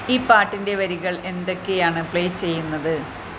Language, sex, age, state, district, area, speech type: Malayalam, female, 45-60, Kerala, Malappuram, urban, read